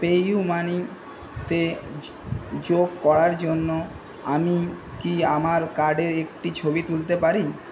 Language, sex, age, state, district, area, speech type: Bengali, male, 18-30, West Bengal, Kolkata, urban, read